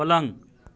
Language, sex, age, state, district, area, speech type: Maithili, male, 45-60, Bihar, Muzaffarpur, urban, read